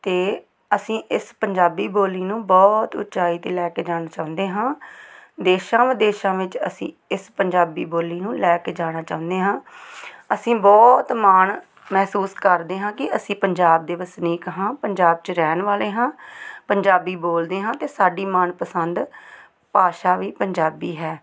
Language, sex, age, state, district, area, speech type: Punjabi, female, 30-45, Punjab, Tarn Taran, rural, spontaneous